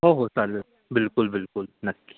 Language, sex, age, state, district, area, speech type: Marathi, male, 30-45, Maharashtra, Yavatmal, urban, conversation